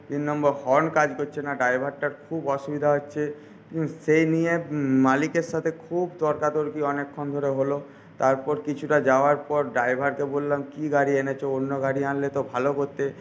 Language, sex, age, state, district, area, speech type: Bengali, male, 18-30, West Bengal, Paschim Medinipur, urban, spontaneous